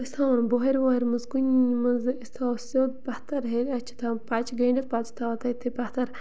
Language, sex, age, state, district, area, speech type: Kashmiri, female, 18-30, Jammu and Kashmir, Bandipora, rural, spontaneous